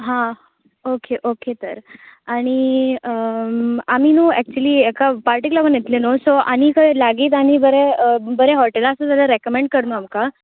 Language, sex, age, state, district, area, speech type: Goan Konkani, female, 18-30, Goa, Tiswadi, rural, conversation